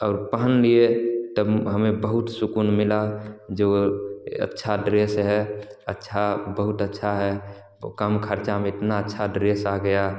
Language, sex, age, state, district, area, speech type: Hindi, male, 18-30, Bihar, Samastipur, rural, spontaneous